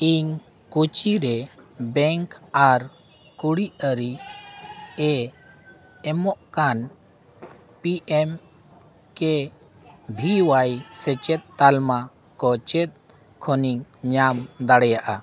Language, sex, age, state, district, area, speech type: Santali, male, 45-60, Jharkhand, Bokaro, rural, read